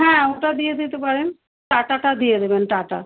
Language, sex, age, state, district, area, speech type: Bengali, female, 30-45, West Bengal, Kolkata, urban, conversation